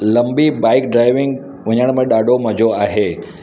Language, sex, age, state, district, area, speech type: Sindhi, male, 45-60, Maharashtra, Mumbai Suburban, urban, spontaneous